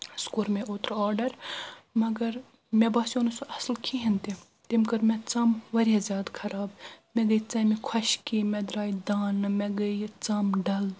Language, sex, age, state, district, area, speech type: Kashmiri, female, 18-30, Jammu and Kashmir, Baramulla, rural, spontaneous